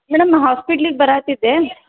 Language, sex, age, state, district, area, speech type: Kannada, female, 30-45, Karnataka, Dharwad, rural, conversation